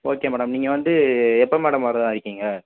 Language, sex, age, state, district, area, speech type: Tamil, male, 30-45, Tamil Nadu, Pudukkottai, rural, conversation